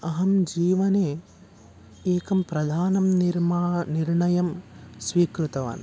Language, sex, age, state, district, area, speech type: Sanskrit, male, 18-30, Karnataka, Vijayanagara, rural, spontaneous